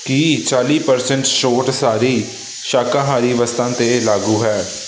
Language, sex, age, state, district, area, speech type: Punjabi, male, 18-30, Punjab, Hoshiarpur, urban, read